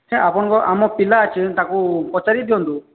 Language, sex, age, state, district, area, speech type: Odia, male, 45-60, Odisha, Sambalpur, rural, conversation